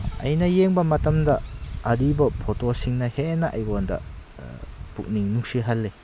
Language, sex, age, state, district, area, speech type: Manipuri, male, 30-45, Manipur, Kakching, rural, spontaneous